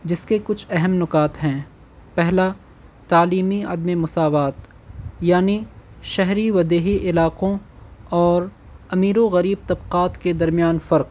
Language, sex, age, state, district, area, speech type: Urdu, male, 18-30, Delhi, North East Delhi, urban, spontaneous